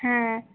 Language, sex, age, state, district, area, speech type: Bengali, female, 30-45, West Bengal, Paschim Bardhaman, urban, conversation